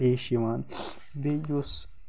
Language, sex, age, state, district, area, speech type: Kashmiri, male, 18-30, Jammu and Kashmir, Baramulla, rural, spontaneous